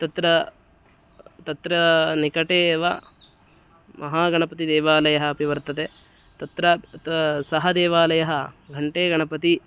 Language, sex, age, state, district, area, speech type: Sanskrit, male, 18-30, Karnataka, Uttara Kannada, rural, spontaneous